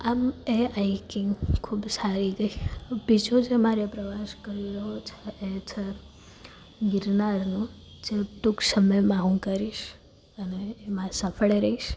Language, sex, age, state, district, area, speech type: Gujarati, female, 18-30, Gujarat, Rajkot, urban, spontaneous